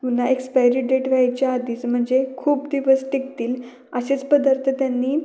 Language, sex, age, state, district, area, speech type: Marathi, female, 18-30, Maharashtra, Kolhapur, urban, spontaneous